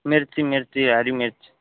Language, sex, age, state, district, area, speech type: Hindi, male, 18-30, Rajasthan, Jodhpur, urban, conversation